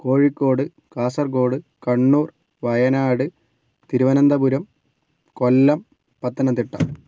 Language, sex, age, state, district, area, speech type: Malayalam, male, 18-30, Kerala, Kozhikode, urban, spontaneous